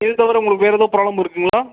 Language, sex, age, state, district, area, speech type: Tamil, male, 18-30, Tamil Nadu, Sivaganga, rural, conversation